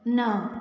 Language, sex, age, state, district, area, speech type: Sindhi, female, 18-30, Gujarat, Junagadh, urban, read